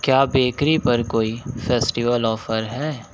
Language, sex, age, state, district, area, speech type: Hindi, male, 45-60, Uttar Pradesh, Sonbhadra, rural, read